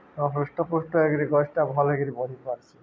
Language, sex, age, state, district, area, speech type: Odia, male, 30-45, Odisha, Balangir, urban, spontaneous